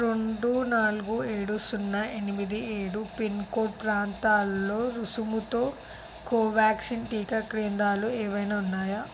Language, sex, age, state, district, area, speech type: Telugu, female, 18-30, Telangana, Sangareddy, urban, read